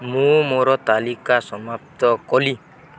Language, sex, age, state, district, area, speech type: Odia, male, 18-30, Odisha, Balangir, urban, read